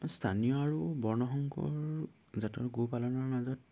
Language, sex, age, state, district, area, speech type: Assamese, male, 18-30, Assam, Dhemaji, rural, spontaneous